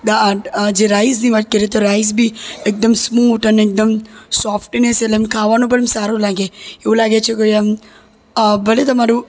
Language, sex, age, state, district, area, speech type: Gujarati, female, 18-30, Gujarat, Surat, rural, spontaneous